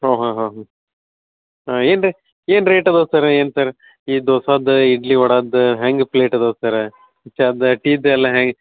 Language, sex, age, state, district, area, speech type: Kannada, male, 30-45, Karnataka, Dharwad, rural, conversation